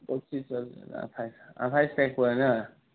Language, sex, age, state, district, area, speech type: Assamese, male, 30-45, Assam, Morigaon, rural, conversation